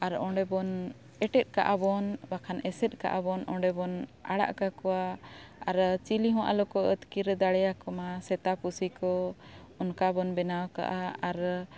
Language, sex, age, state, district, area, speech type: Santali, female, 30-45, Jharkhand, Bokaro, rural, spontaneous